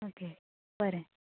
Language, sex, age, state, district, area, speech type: Goan Konkani, female, 18-30, Goa, Murmgao, rural, conversation